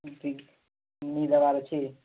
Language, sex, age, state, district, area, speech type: Odia, male, 18-30, Odisha, Kalahandi, rural, conversation